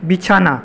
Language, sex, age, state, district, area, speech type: Bengali, male, 30-45, West Bengal, Paschim Bardhaman, urban, read